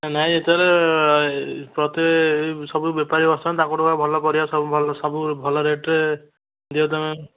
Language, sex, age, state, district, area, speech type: Odia, male, 18-30, Odisha, Kendujhar, urban, conversation